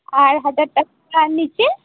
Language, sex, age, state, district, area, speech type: Santali, female, 18-30, West Bengal, Birbhum, rural, conversation